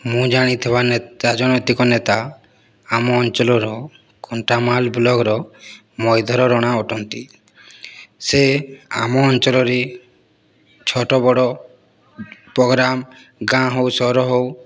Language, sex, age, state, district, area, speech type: Odia, male, 18-30, Odisha, Boudh, rural, spontaneous